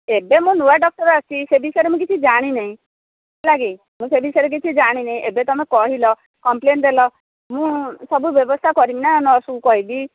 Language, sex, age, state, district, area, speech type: Odia, female, 45-60, Odisha, Angul, rural, conversation